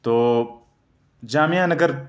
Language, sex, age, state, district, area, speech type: Urdu, male, 45-60, Delhi, Central Delhi, urban, spontaneous